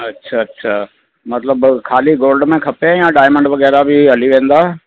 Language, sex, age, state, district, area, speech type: Sindhi, male, 60+, Delhi, South Delhi, urban, conversation